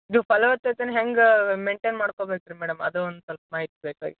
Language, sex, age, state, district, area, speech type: Kannada, male, 18-30, Karnataka, Yadgir, urban, conversation